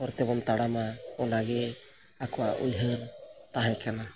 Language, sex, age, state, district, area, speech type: Santali, male, 45-60, Odisha, Mayurbhanj, rural, spontaneous